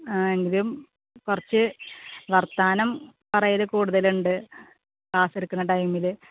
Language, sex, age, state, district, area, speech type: Malayalam, female, 30-45, Kerala, Malappuram, urban, conversation